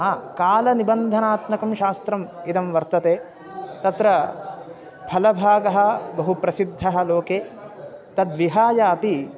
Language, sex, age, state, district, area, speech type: Sanskrit, male, 18-30, Karnataka, Chikkamagaluru, urban, spontaneous